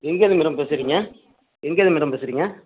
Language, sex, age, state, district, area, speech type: Tamil, male, 30-45, Tamil Nadu, Thanjavur, rural, conversation